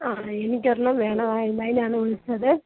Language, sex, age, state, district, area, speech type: Malayalam, female, 30-45, Kerala, Alappuzha, rural, conversation